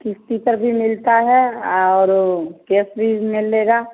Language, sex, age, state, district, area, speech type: Hindi, female, 30-45, Bihar, Samastipur, rural, conversation